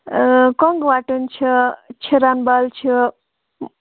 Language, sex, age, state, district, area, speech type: Kashmiri, female, 30-45, Jammu and Kashmir, Kulgam, rural, conversation